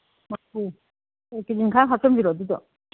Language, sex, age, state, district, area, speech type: Manipuri, female, 60+, Manipur, Kangpokpi, urban, conversation